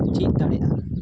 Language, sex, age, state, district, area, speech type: Santali, male, 18-30, Jharkhand, Pakur, rural, spontaneous